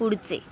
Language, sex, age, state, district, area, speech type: Marathi, female, 18-30, Maharashtra, Mumbai Suburban, urban, read